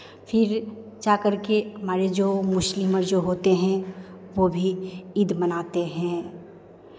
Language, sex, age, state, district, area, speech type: Hindi, female, 45-60, Bihar, Begusarai, rural, spontaneous